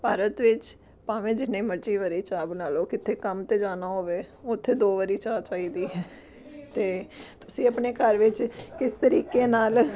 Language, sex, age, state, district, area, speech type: Punjabi, female, 30-45, Punjab, Amritsar, urban, spontaneous